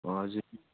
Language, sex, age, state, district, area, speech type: Nepali, male, 18-30, West Bengal, Darjeeling, rural, conversation